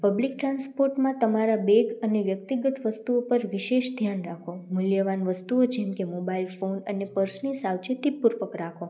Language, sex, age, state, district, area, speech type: Gujarati, female, 18-30, Gujarat, Rajkot, rural, spontaneous